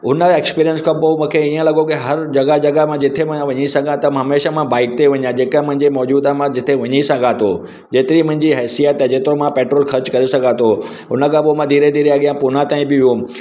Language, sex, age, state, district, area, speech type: Sindhi, male, 45-60, Maharashtra, Mumbai Suburban, urban, spontaneous